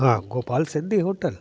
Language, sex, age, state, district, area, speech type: Sindhi, male, 45-60, Delhi, South Delhi, urban, spontaneous